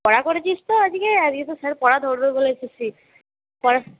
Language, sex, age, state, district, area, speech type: Bengali, female, 18-30, West Bengal, Cooch Behar, rural, conversation